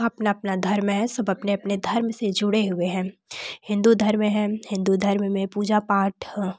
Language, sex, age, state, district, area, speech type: Hindi, female, 18-30, Uttar Pradesh, Jaunpur, urban, spontaneous